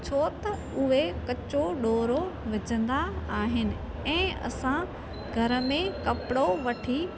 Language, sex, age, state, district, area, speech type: Sindhi, female, 30-45, Gujarat, Junagadh, rural, spontaneous